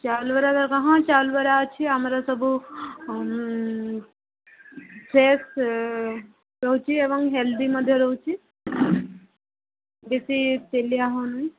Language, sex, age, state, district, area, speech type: Odia, female, 18-30, Odisha, Subarnapur, urban, conversation